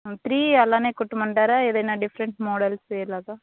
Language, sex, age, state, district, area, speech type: Telugu, female, 45-60, Andhra Pradesh, Kadapa, urban, conversation